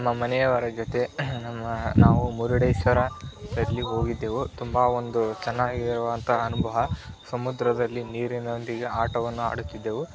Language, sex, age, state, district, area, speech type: Kannada, male, 18-30, Karnataka, Tumkur, rural, spontaneous